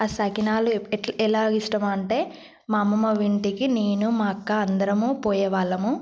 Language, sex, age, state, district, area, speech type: Telugu, female, 18-30, Telangana, Yadadri Bhuvanagiri, rural, spontaneous